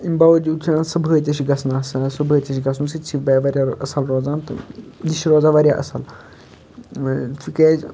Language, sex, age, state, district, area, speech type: Kashmiri, male, 18-30, Jammu and Kashmir, Kupwara, urban, spontaneous